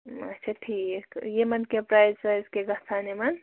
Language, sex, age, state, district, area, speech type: Kashmiri, female, 18-30, Jammu and Kashmir, Pulwama, rural, conversation